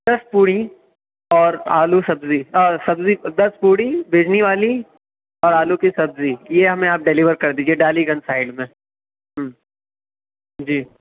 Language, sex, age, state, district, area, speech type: Urdu, male, 30-45, Uttar Pradesh, Lucknow, urban, conversation